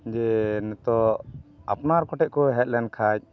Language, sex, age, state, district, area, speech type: Santali, male, 45-60, West Bengal, Dakshin Dinajpur, rural, spontaneous